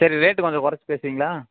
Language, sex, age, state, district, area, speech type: Tamil, male, 18-30, Tamil Nadu, Madurai, rural, conversation